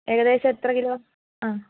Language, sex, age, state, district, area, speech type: Malayalam, female, 18-30, Kerala, Kozhikode, rural, conversation